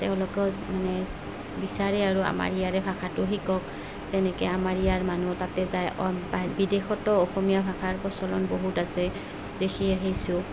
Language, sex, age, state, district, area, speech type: Assamese, female, 30-45, Assam, Goalpara, rural, spontaneous